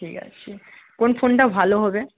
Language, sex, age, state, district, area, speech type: Bengali, male, 18-30, West Bengal, Jhargram, rural, conversation